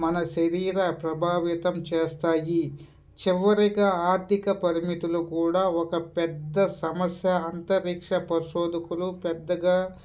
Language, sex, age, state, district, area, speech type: Telugu, male, 30-45, Andhra Pradesh, Kadapa, rural, spontaneous